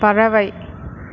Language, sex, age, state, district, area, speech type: Tamil, female, 30-45, Tamil Nadu, Krishnagiri, rural, read